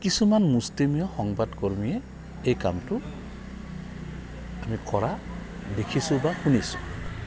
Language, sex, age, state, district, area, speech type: Assamese, male, 60+, Assam, Goalpara, urban, spontaneous